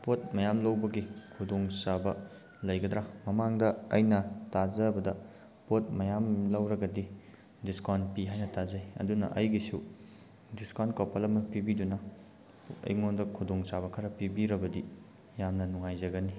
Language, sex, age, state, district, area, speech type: Manipuri, male, 18-30, Manipur, Thoubal, rural, spontaneous